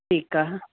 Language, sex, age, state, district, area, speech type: Sindhi, female, 45-60, Delhi, South Delhi, urban, conversation